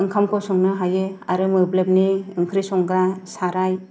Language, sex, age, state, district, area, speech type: Bodo, female, 30-45, Assam, Kokrajhar, rural, spontaneous